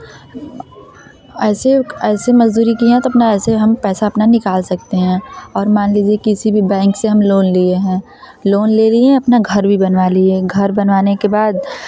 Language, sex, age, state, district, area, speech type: Hindi, female, 18-30, Uttar Pradesh, Varanasi, rural, spontaneous